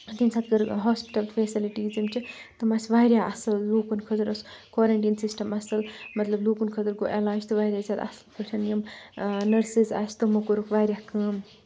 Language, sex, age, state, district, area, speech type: Kashmiri, female, 30-45, Jammu and Kashmir, Kupwara, rural, spontaneous